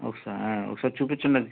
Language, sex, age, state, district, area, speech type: Telugu, male, 45-60, Andhra Pradesh, West Godavari, urban, conversation